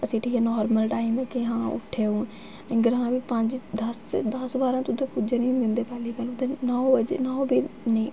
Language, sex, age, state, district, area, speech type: Dogri, female, 18-30, Jammu and Kashmir, Jammu, urban, spontaneous